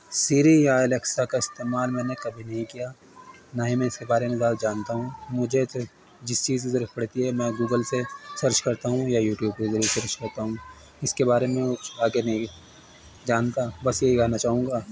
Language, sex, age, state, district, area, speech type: Urdu, male, 45-60, Uttar Pradesh, Muzaffarnagar, urban, spontaneous